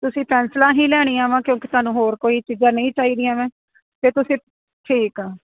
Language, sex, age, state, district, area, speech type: Punjabi, female, 30-45, Punjab, Kapurthala, urban, conversation